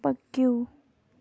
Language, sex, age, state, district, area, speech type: Kashmiri, female, 18-30, Jammu and Kashmir, Kupwara, rural, read